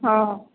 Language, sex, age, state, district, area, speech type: Odia, female, 45-60, Odisha, Sambalpur, rural, conversation